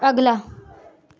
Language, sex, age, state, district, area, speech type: Hindi, female, 18-30, Uttar Pradesh, Azamgarh, urban, read